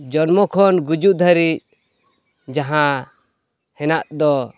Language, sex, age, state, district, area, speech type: Santali, male, 18-30, West Bengal, Purulia, rural, spontaneous